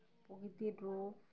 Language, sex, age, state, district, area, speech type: Bengali, female, 45-60, West Bengal, Uttar Dinajpur, urban, spontaneous